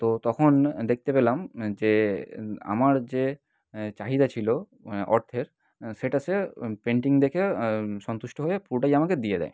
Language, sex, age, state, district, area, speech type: Bengali, male, 18-30, West Bengal, North 24 Parganas, urban, spontaneous